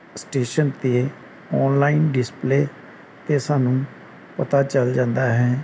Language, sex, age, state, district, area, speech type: Punjabi, male, 30-45, Punjab, Gurdaspur, rural, spontaneous